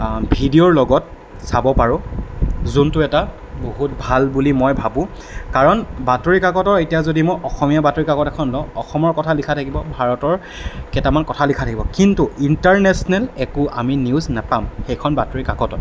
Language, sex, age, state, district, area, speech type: Assamese, male, 18-30, Assam, Darrang, rural, spontaneous